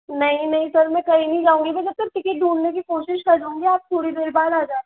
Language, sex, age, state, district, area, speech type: Hindi, female, 60+, Rajasthan, Jaipur, urban, conversation